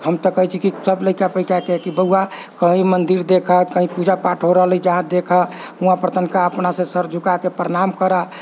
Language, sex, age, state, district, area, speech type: Maithili, male, 45-60, Bihar, Sitamarhi, rural, spontaneous